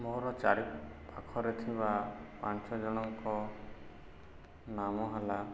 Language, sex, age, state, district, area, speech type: Odia, male, 30-45, Odisha, Subarnapur, urban, spontaneous